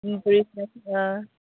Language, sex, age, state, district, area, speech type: Manipuri, female, 30-45, Manipur, Kakching, rural, conversation